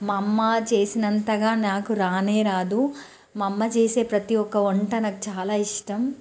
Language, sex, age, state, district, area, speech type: Telugu, female, 45-60, Telangana, Nalgonda, urban, spontaneous